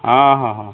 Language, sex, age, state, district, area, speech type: Odia, male, 60+, Odisha, Kandhamal, rural, conversation